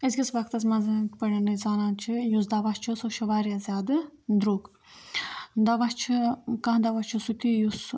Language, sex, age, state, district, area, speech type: Kashmiri, female, 18-30, Jammu and Kashmir, Budgam, rural, spontaneous